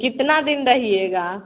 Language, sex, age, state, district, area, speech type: Hindi, female, 18-30, Bihar, Samastipur, rural, conversation